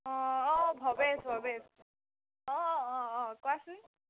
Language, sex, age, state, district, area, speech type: Assamese, female, 18-30, Assam, Nalbari, rural, conversation